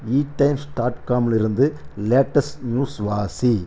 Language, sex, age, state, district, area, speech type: Tamil, male, 60+, Tamil Nadu, Erode, urban, read